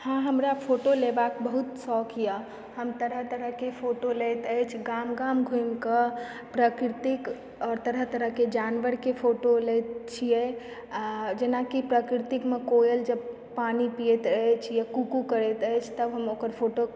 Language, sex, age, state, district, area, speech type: Maithili, female, 18-30, Bihar, Supaul, rural, spontaneous